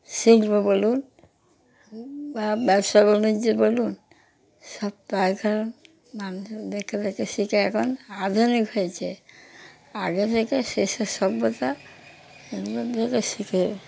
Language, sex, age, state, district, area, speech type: Bengali, female, 60+, West Bengal, Darjeeling, rural, spontaneous